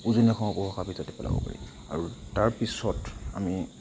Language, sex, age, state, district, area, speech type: Assamese, male, 60+, Assam, Nagaon, rural, spontaneous